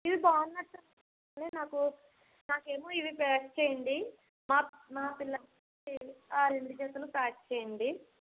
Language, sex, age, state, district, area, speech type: Telugu, female, 30-45, Andhra Pradesh, East Godavari, rural, conversation